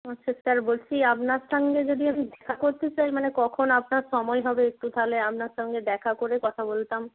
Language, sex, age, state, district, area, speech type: Bengali, female, 30-45, West Bengal, North 24 Parganas, rural, conversation